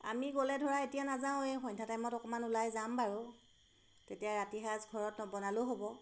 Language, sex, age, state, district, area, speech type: Assamese, female, 30-45, Assam, Golaghat, urban, spontaneous